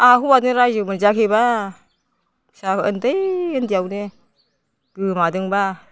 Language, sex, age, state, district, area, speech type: Bodo, female, 60+, Assam, Udalguri, rural, spontaneous